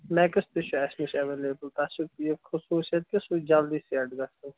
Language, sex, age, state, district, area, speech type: Kashmiri, male, 18-30, Jammu and Kashmir, Kulgam, urban, conversation